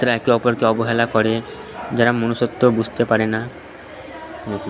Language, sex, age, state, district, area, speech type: Bengali, male, 18-30, West Bengal, Purba Bardhaman, urban, spontaneous